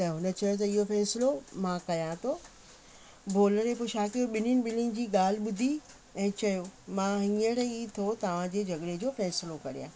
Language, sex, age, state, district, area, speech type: Sindhi, female, 45-60, Maharashtra, Thane, urban, spontaneous